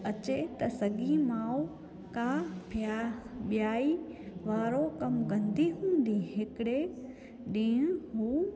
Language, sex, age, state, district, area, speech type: Sindhi, female, 30-45, Gujarat, Junagadh, rural, spontaneous